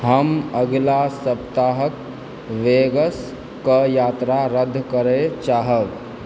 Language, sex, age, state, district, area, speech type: Maithili, male, 18-30, Bihar, Supaul, rural, read